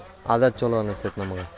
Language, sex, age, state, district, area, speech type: Kannada, male, 18-30, Karnataka, Dharwad, rural, spontaneous